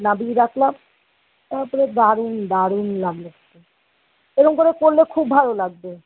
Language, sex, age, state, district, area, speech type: Bengali, female, 60+, West Bengal, Kolkata, urban, conversation